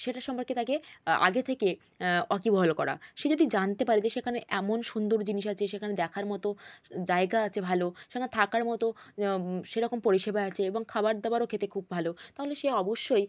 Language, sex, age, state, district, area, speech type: Bengali, female, 18-30, West Bengal, Jalpaiguri, rural, spontaneous